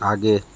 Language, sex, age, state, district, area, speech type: Hindi, male, 30-45, Uttar Pradesh, Sonbhadra, rural, read